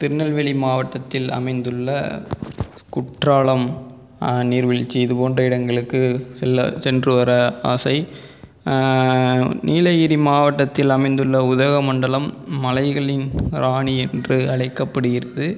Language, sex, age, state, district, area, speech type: Tamil, male, 30-45, Tamil Nadu, Pudukkottai, rural, spontaneous